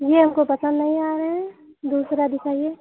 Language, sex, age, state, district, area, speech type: Hindi, female, 45-60, Uttar Pradesh, Sitapur, rural, conversation